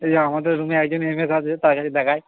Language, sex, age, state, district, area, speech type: Bengali, male, 60+, West Bengal, Purba Bardhaman, rural, conversation